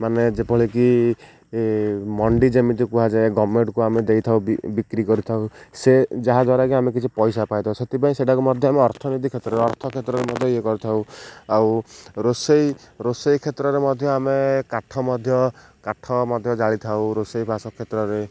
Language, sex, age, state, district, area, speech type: Odia, male, 18-30, Odisha, Ganjam, urban, spontaneous